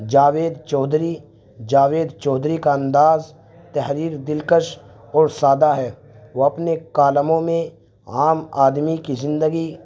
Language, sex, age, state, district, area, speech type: Urdu, male, 18-30, Uttar Pradesh, Saharanpur, urban, spontaneous